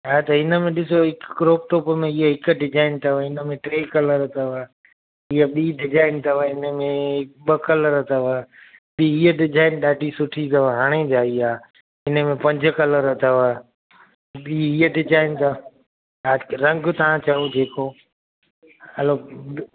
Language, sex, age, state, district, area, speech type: Sindhi, male, 45-60, Gujarat, Junagadh, rural, conversation